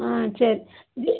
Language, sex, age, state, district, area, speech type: Tamil, female, 30-45, Tamil Nadu, Madurai, urban, conversation